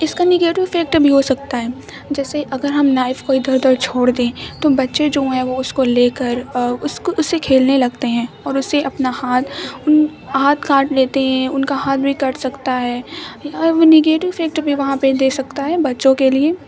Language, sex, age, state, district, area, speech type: Urdu, female, 18-30, Uttar Pradesh, Mau, urban, spontaneous